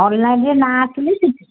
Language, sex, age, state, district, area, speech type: Odia, female, 60+, Odisha, Gajapati, rural, conversation